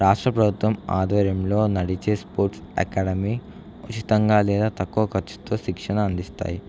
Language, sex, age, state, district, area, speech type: Telugu, male, 18-30, Telangana, Adilabad, rural, spontaneous